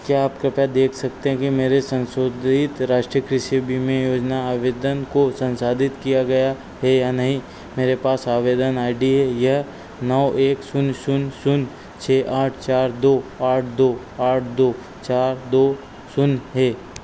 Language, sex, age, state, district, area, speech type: Hindi, male, 30-45, Madhya Pradesh, Harda, urban, read